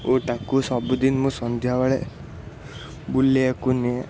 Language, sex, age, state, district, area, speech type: Odia, male, 18-30, Odisha, Cuttack, urban, spontaneous